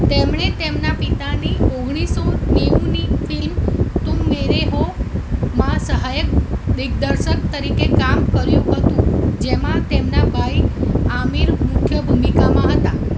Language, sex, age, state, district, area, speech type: Gujarati, female, 30-45, Gujarat, Ahmedabad, urban, read